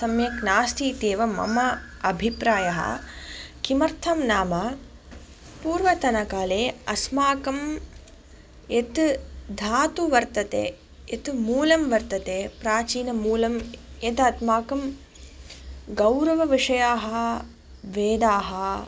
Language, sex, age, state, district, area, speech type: Sanskrit, female, 18-30, Tamil Nadu, Madurai, urban, spontaneous